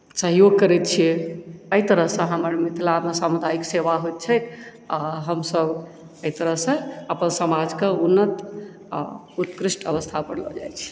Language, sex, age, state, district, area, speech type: Maithili, female, 45-60, Bihar, Supaul, rural, spontaneous